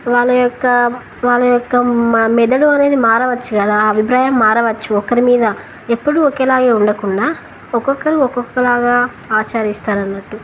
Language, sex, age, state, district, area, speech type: Telugu, female, 18-30, Telangana, Wanaparthy, urban, spontaneous